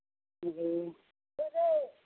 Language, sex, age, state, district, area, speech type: Hindi, female, 45-60, Bihar, Madhepura, rural, conversation